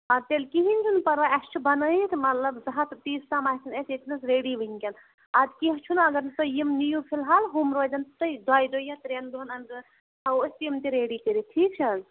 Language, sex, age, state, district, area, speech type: Kashmiri, female, 45-60, Jammu and Kashmir, Shopian, urban, conversation